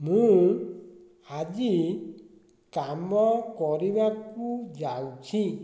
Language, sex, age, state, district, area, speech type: Odia, male, 45-60, Odisha, Dhenkanal, rural, read